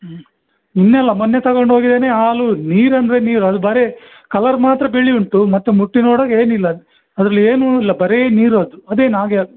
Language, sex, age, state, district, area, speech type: Kannada, male, 60+, Karnataka, Dakshina Kannada, rural, conversation